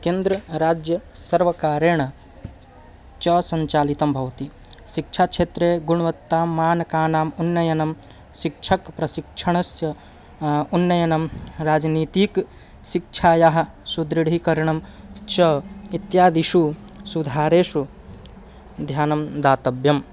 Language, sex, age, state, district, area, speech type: Sanskrit, male, 18-30, Bihar, East Champaran, rural, spontaneous